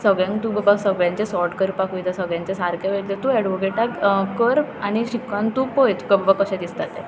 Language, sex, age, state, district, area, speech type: Goan Konkani, female, 18-30, Goa, Tiswadi, rural, spontaneous